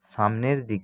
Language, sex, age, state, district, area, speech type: Bengali, male, 30-45, West Bengal, Nadia, rural, read